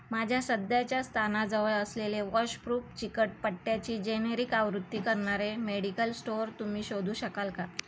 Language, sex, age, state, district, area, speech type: Marathi, female, 30-45, Maharashtra, Thane, urban, read